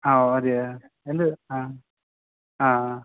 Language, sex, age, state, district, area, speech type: Malayalam, male, 18-30, Kerala, Kasaragod, rural, conversation